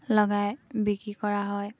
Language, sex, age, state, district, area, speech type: Assamese, female, 18-30, Assam, Sivasagar, rural, spontaneous